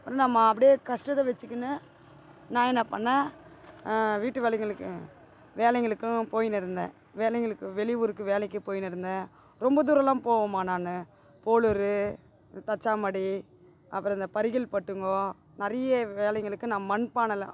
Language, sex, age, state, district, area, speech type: Tamil, female, 45-60, Tamil Nadu, Tiruvannamalai, rural, spontaneous